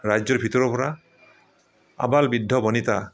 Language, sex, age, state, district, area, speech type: Assamese, male, 60+, Assam, Barpeta, rural, spontaneous